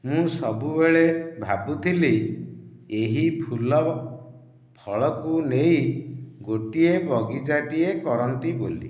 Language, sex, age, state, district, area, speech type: Odia, male, 60+, Odisha, Nayagarh, rural, spontaneous